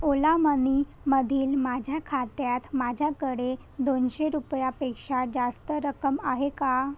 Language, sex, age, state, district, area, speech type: Marathi, female, 30-45, Maharashtra, Nagpur, urban, read